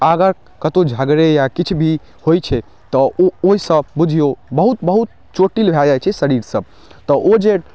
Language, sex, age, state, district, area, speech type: Maithili, male, 18-30, Bihar, Darbhanga, rural, spontaneous